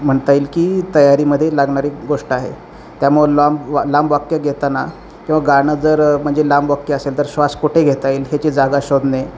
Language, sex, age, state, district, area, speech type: Marathi, male, 30-45, Maharashtra, Osmanabad, rural, spontaneous